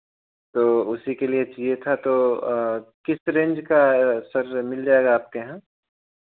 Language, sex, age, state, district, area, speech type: Hindi, male, 30-45, Uttar Pradesh, Chandauli, rural, conversation